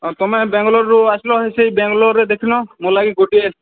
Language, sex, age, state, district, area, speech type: Odia, male, 18-30, Odisha, Sambalpur, rural, conversation